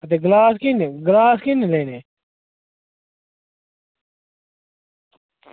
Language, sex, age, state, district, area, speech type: Dogri, male, 30-45, Jammu and Kashmir, Reasi, rural, conversation